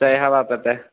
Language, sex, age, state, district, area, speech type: Odia, male, 30-45, Odisha, Kalahandi, rural, conversation